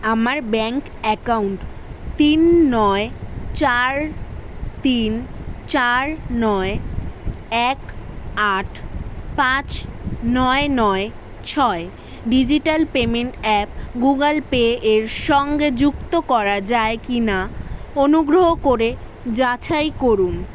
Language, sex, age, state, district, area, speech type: Bengali, female, 18-30, West Bengal, South 24 Parganas, urban, read